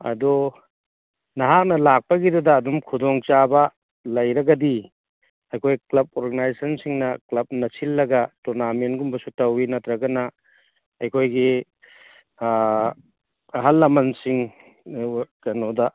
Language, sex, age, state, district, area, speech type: Manipuri, male, 60+, Manipur, Churachandpur, urban, conversation